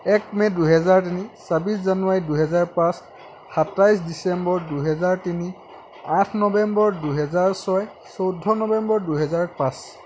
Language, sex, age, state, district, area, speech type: Assamese, male, 18-30, Assam, Lakhimpur, rural, spontaneous